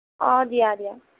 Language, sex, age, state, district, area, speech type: Assamese, female, 30-45, Assam, Nagaon, rural, conversation